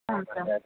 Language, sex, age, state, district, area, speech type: Kannada, female, 30-45, Karnataka, Koppal, rural, conversation